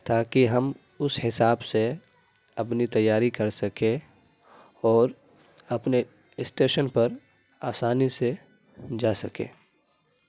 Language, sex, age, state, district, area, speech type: Urdu, male, 30-45, Uttar Pradesh, Lucknow, rural, spontaneous